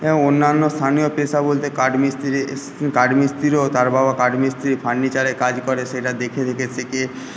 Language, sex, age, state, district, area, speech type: Bengali, male, 45-60, West Bengal, Paschim Medinipur, rural, spontaneous